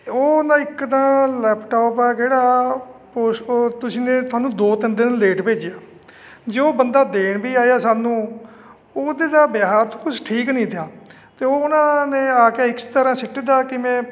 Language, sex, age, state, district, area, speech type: Punjabi, male, 45-60, Punjab, Fatehgarh Sahib, urban, spontaneous